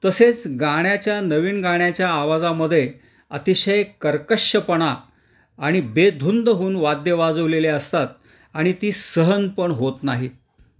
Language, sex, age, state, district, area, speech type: Marathi, male, 60+, Maharashtra, Nashik, urban, spontaneous